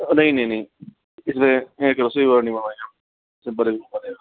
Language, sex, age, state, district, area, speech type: Hindi, male, 30-45, Rajasthan, Jaipur, urban, conversation